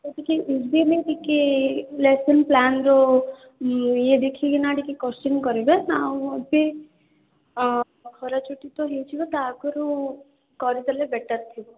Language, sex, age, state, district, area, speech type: Odia, female, 18-30, Odisha, Koraput, urban, conversation